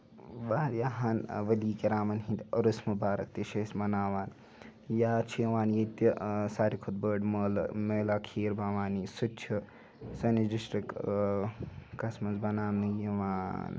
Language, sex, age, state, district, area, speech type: Kashmiri, male, 18-30, Jammu and Kashmir, Ganderbal, rural, spontaneous